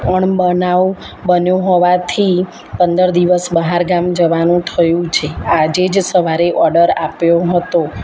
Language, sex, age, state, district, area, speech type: Gujarati, female, 30-45, Gujarat, Kheda, rural, spontaneous